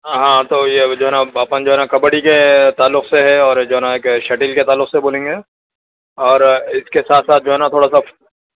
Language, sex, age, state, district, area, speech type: Urdu, male, 45-60, Telangana, Hyderabad, urban, conversation